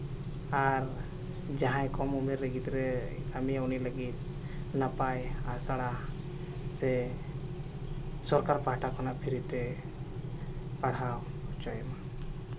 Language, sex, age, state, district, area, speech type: Santali, male, 30-45, Jharkhand, East Singhbhum, rural, spontaneous